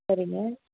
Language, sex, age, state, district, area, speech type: Tamil, female, 45-60, Tamil Nadu, Viluppuram, urban, conversation